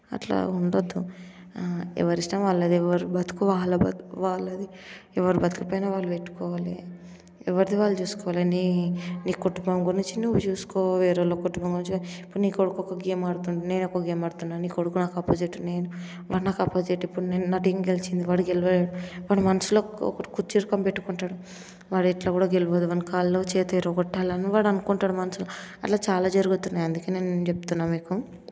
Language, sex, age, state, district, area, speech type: Telugu, female, 18-30, Telangana, Ranga Reddy, urban, spontaneous